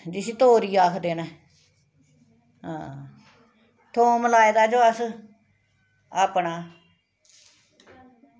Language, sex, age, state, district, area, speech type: Dogri, female, 45-60, Jammu and Kashmir, Samba, urban, spontaneous